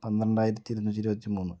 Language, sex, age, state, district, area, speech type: Malayalam, male, 30-45, Kerala, Palakkad, rural, spontaneous